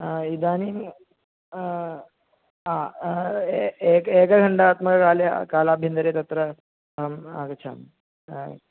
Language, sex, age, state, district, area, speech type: Sanskrit, male, 18-30, Kerala, Thrissur, rural, conversation